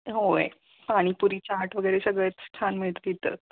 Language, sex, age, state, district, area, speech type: Marathi, female, 30-45, Maharashtra, Kolhapur, rural, conversation